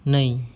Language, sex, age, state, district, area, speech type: Bodo, male, 18-30, Assam, Kokrajhar, rural, read